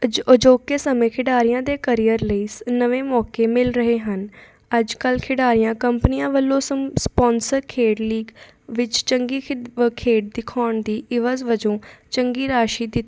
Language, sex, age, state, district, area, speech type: Punjabi, female, 18-30, Punjab, Fatehgarh Sahib, rural, spontaneous